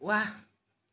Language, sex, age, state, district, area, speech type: Assamese, female, 45-60, Assam, Jorhat, urban, read